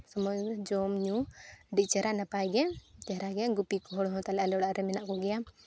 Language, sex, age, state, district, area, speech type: Santali, female, 18-30, Jharkhand, Seraikela Kharsawan, rural, spontaneous